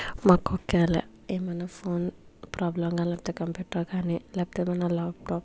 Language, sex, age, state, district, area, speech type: Telugu, female, 45-60, Andhra Pradesh, Kakinada, rural, spontaneous